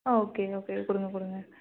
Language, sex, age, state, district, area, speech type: Tamil, female, 18-30, Tamil Nadu, Nagapattinam, rural, conversation